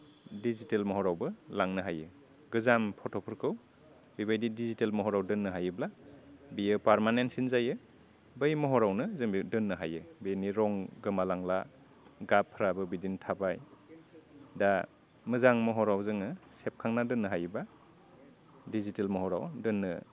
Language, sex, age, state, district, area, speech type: Bodo, male, 45-60, Assam, Udalguri, urban, spontaneous